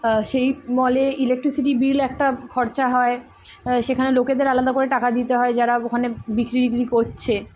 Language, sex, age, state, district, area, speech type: Bengali, female, 18-30, West Bengal, Kolkata, urban, spontaneous